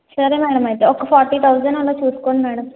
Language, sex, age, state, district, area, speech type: Telugu, female, 18-30, Andhra Pradesh, Kakinada, urban, conversation